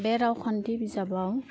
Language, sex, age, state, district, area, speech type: Bodo, female, 18-30, Assam, Udalguri, rural, spontaneous